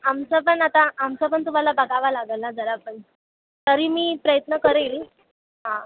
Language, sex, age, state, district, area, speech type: Marathi, female, 18-30, Maharashtra, Thane, urban, conversation